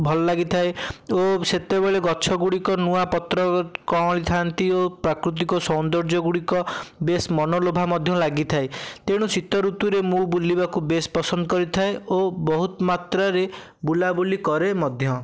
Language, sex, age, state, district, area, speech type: Odia, male, 18-30, Odisha, Bhadrak, rural, spontaneous